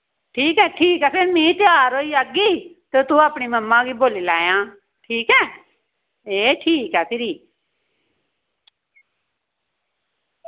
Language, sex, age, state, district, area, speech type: Dogri, female, 45-60, Jammu and Kashmir, Samba, rural, conversation